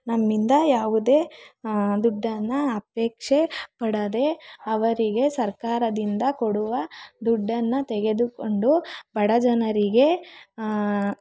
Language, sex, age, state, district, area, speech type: Kannada, female, 45-60, Karnataka, Bangalore Rural, rural, spontaneous